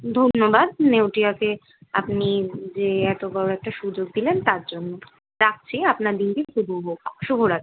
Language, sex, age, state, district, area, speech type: Bengali, female, 18-30, West Bengal, Kolkata, urban, conversation